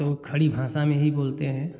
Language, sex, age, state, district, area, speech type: Hindi, male, 30-45, Uttar Pradesh, Jaunpur, rural, spontaneous